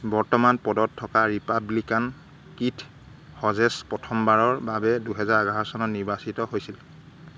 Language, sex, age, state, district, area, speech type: Assamese, male, 30-45, Assam, Golaghat, rural, read